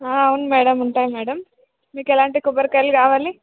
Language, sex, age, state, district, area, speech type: Telugu, female, 18-30, Telangana, Hyderabad, urban, conversation